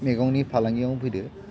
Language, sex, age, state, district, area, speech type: Bodo, male, 45-60, Assam, Chirang, urban, spontaneous